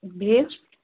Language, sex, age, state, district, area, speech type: Kashmiri, female, 30-45, Jammu and Kashmir, Shopian, rural, conversation